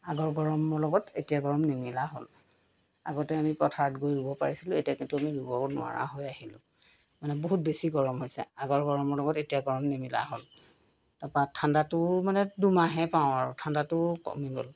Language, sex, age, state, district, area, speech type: Assamese, female, 45-60, Assam, Golaghat, urban, spontaneous